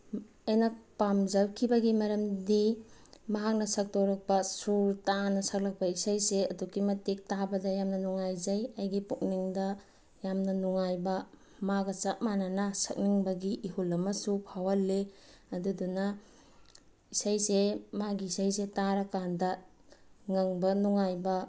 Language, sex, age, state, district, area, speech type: Manipuri, female, 30-45, Manipur, Bishnupur, rural, spontaneous